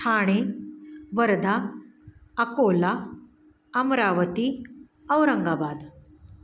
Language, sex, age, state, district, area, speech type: Marathi, female, 45-60, Maharashtra, Pune, urban, spontaneous